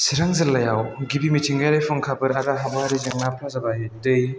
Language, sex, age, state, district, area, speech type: Bodo, male, 18-30, Assam, Chirang, urban, spontaneous